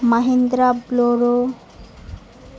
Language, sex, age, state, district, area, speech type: Urdu, female, 18-30, Bihar, Madhubani, rural, spontaneous